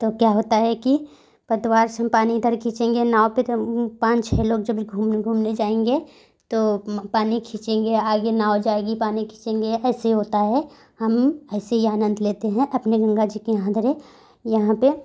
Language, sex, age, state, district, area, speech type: Hindi, female, 18-30, Uttar Pradesh, Prayagraj, urban, spontaneous